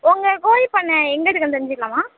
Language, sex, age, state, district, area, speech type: Tamil, female, 18-30, Tamil Nadu, Tiruvannamalai, rural, conversation